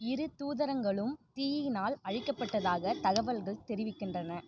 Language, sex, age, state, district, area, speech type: Tamil, female, 18-30, Tamil Nadu, Kallakurichi, rural, read